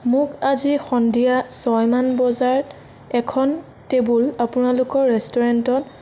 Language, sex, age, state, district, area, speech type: Assamese, female, 18-30, Assam, Sonitpur, rural, spontaneous